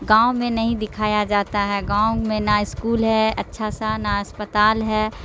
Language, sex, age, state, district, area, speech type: Urdu, female, 45-60, Bihar, Darbhanga, rural, spontaneous